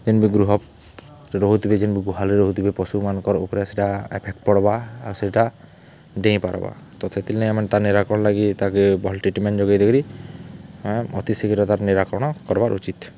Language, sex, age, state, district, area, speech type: Odia, male, 18-30, Odisha, Balangir, urban, spontaneous